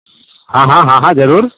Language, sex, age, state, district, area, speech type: Urdu, male, 30-45, Bihar, East Champaran, urban, conversation